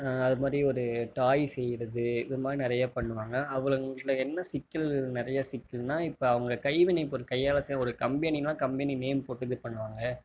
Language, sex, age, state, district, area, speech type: Tamil, male, 45-60, Tamil Nadu, Mayiladuthurai, rural, spontaneous